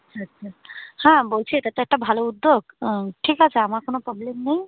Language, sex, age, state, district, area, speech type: Bengali, female, 18-30, West Bengal, Cooch Behar, urban, conversation